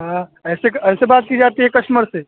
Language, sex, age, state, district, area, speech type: Hindi, male, 30-45, Uttar Pradesh, Hardoi, rural, conversation